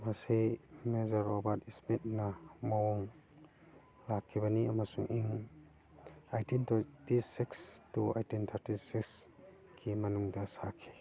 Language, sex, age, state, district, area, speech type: Manipuri, male, 45-60, Manipur, Churachandpur, urban, read